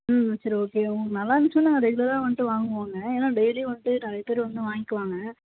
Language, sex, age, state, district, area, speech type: Tamil, female, 30-45, Tamil Nadu, Mayiladuthurai, rural, conversation